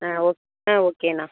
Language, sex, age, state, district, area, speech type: Tamil, female, 18-30, Tamil Nadu, Thanjavur, rural, conversation